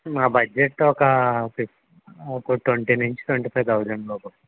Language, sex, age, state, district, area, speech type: Telugu, male, 30-45, Telangana, Mancherial, rural, conversation